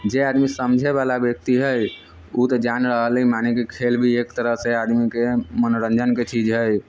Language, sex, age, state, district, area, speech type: Maithili, male, 45-60, Bihar, Sitamarhi, rural, spontaneous